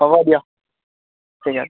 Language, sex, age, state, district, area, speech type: Assamese, male, 18-30, Assam, Sivasagar, rural, conversation